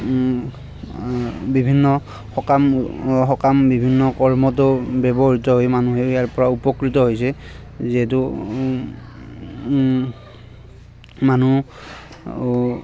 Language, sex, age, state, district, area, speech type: Assamese, male, 30-45, Assam, Barpeta, rural, spontaneous